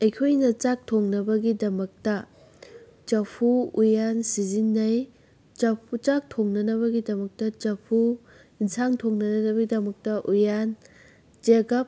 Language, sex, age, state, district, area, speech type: Manipuri, female, 18-30, Manipur, Kakching, rural, spontaneous